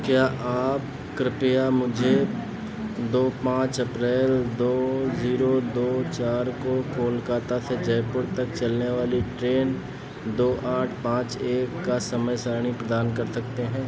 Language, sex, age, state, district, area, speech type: Hindi, male, 30-45, Uttar Pradesh, Sitapur, rural, read